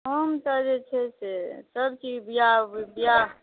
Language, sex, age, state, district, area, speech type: Maithili, female, 45-60, Bihar, Madhubani, rural, conversation